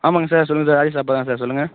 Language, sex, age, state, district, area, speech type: Tamil, male, 30-45, Tamil Nadu, Ariyalur, rural, conversation